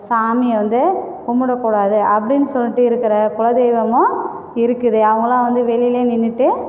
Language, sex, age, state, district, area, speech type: Tamil, female, 45-60, Tamil Nadu, Cuddalore, rural, spontaneous